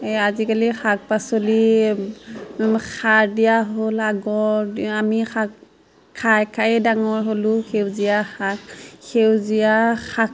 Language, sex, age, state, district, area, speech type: Assamese, female, 30-45, Assam, Majuli, urban, spontaneous